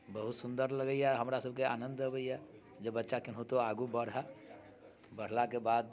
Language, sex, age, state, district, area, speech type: Maithili, male, 45-60, Bihar, Muzaffarpur, urban, spontaneous